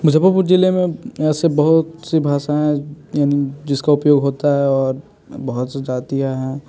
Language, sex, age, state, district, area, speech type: Hindi, male, 18-30, Bihar, Muzaffarpur, rural, spontaneous